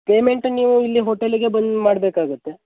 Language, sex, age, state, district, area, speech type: Kannada, male, 30-45, Karnataka, Uttara Kannada, rural, conversation